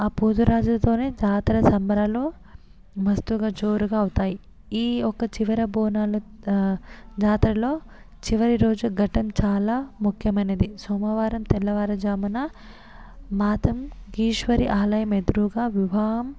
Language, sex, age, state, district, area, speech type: Telugu, female, 18-30, Telangana, Hyderabad, urban, spontaneous